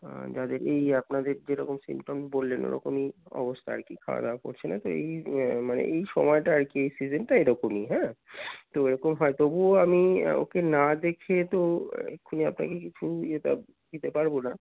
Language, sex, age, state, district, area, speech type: Bengali, male, 30-45, West Bengal, Darjeeling, urban, conversation